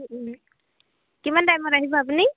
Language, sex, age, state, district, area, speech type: Assamese, female, 30-45, Assam, Tinsukia, rural, conversation